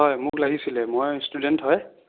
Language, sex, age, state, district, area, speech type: Assamese, female, 18-30, Assam, Sonitpur, rural, conversation